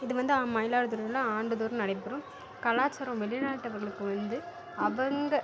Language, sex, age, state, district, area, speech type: Tamil, female, 30-45, Tamil Nadu, Mayiladuthurai, urban, spontaneous